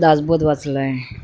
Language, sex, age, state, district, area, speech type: Marathi, female, 45-60, Maharashtra, Nanded, rural, spontaneous